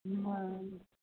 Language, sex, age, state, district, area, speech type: Maithili, female, 45-60, Bihar, Madhepura, rural, conversation